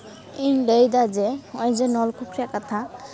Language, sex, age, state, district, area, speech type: Santali, female, 18-30, West Bengal, Malda, rural, spontaneous